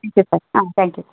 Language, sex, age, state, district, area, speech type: Tamil, female, 18-30, Tamil Nadu, Tenkasi, rural, conversation